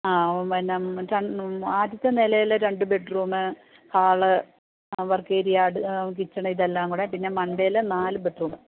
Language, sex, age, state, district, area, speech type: Malayalam, female, 45-60, Kerala, Idukki, rural, conversation